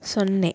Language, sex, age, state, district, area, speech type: Kannada, female, 30-45, Karnataka, Udupi, rural, read